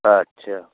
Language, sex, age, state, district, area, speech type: Bengali, male, 60+, West Bengal, Hooghly, rural, conversation